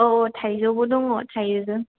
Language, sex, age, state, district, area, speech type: Bodo, female, 18-30, Assam, Kokrajhar, rural, conversation